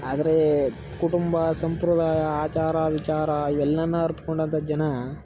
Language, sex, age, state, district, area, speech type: Kannada, male, 18-30, Karnataka, Mysore, rural, spontaneous